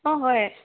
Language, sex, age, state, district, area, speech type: Assamese, female, 18-30, Assam, Tinsukia, urban, conversation